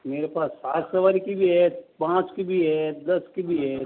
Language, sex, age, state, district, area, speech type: Hindi, male, 60+, Rajasthan, Jodhpur, urban, conversation